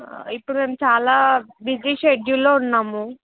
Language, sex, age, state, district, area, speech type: Telugu, female, 18-30, Telangana, Ranga Reddy, rural, conversation